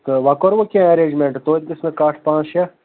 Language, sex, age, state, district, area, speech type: Kashmiri, male, 30-45, Jammu and Kashmir, Budgam, rural, conversation